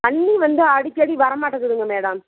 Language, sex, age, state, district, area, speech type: Tamil, female, 60+, Tamil Nadu, Ariyalur, rural, conversation